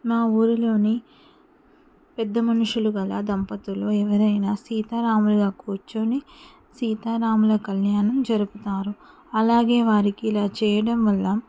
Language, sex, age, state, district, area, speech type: Telugu, female, 45-60, Telangana, Mancherial, rural, spontaneous